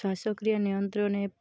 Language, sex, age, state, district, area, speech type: Odia, female, 18-30, Odisha, Malkangiri, urban, spontaneous